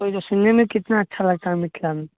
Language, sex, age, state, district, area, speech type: Maithili, male, 18-30, Bihar, Samastipur, rural, conversation